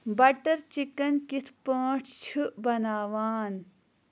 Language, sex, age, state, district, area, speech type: Kashmiri, female, 30-45, Jammu and Kashmir, Pulwama, rural, read